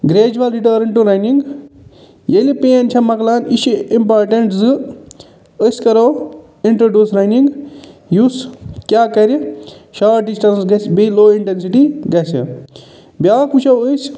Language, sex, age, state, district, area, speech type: Kashmiri, male, 45-60, Jammu and Kashmir, Budgam, urban, spontaneous